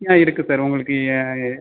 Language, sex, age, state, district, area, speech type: Tamil, male, 18-30, Tamil Nadu, Kallakurichi, rural, conversation